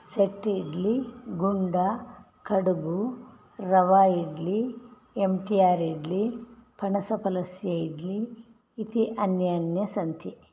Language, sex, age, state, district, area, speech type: Sanskrit, female, 60+, Karnataka, Udupi, rural, spontaneous